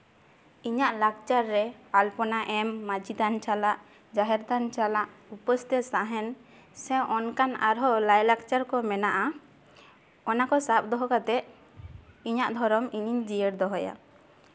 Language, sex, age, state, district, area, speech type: Santali, female, 18-30, West Bengal, Jhargram, rural, spontaneous